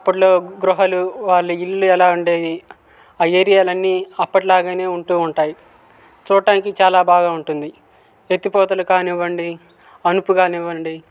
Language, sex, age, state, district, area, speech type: Telugu, male, 18-30, Andhra Pradesh, Guntur, urban, spontaneous